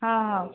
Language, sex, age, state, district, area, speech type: Odia, female, 45-60, Odisha, Nayagarh, rural, conversation